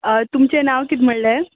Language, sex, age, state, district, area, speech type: Goan Konkani, female, 18-30, Goa, Quepem, rural, conversation